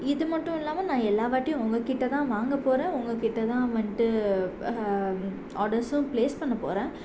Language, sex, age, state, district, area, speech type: Tamil, female, 18-30, Tamil Nadu, Salem, urban, spontaneous